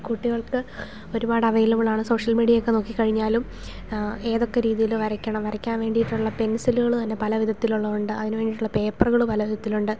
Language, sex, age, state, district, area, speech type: Malayalam, female, 30-45, Kerala, Idukki, rural, spontaneous